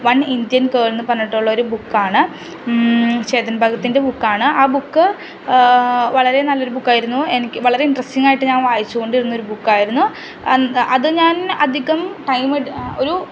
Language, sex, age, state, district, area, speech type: Malayalam, female, 18-30, Kerala, Ernakulam, rural, spontaneous